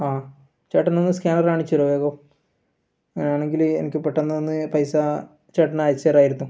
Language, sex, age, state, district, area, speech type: Malayalam, male, 18-30, Kerala, Kannur, rural, spontaneous